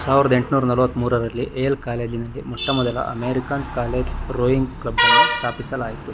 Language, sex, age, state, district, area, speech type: Kannada, male, 60+, Karnataka, Bangalore Rural, rural, read